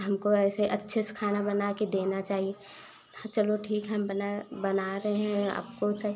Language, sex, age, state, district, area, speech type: Hindi, female, 18-30, Uttar Pradesh, Prayagraj, rural, spontaneous